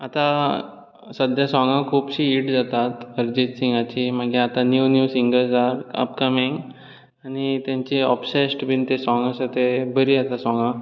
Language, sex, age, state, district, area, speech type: Goan Konkani, male, 18-30, Goa, Bardez, urban, spontaneous